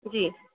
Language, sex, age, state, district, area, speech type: Dogri, female, 30-45, Jammu and Kashmir, Udhampur, urban, conversation